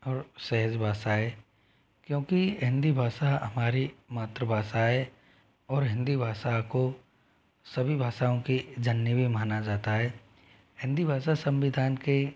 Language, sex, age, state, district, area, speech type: Hindi, male, 45-60, Rajasthan, Jodhpur, rural, spontaneous